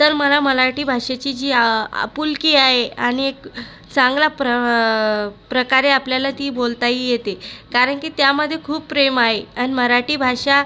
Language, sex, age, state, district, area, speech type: Marathi, female, 18-30, Maharashtra, Buldhana, rural, spontaneous